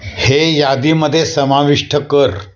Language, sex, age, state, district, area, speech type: Marathi, male, 60+, Maharashtra, Nashik, urban, read